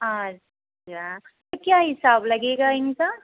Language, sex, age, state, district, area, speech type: Hindi, female, 60+, Uttar Pradesh, Hardoi, rural, conversation